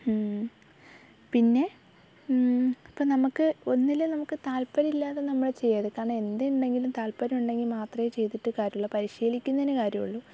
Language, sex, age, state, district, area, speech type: Malayalam, female, 18-30, Kerala, Thiruvananthapuram, rural, spontaneous